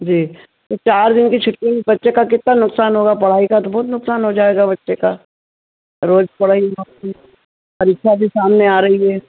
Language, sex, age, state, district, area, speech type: Hindi, female, 60+, Madhya Pradesh, Ujjain, urban, conversation